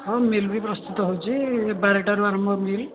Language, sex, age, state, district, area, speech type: Odia, male, 18-30, Odisha, Puri, urban, conversation